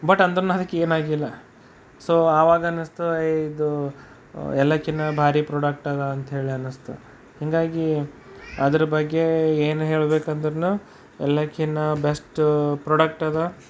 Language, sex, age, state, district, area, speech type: Kannada, male, 30-45, Karnataka, Bidar, urban, spontaneous